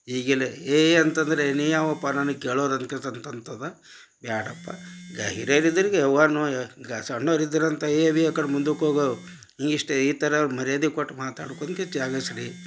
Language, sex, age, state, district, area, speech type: Kannada, male, 45-60, Karnataka, Gulbarga, urban, spontaneous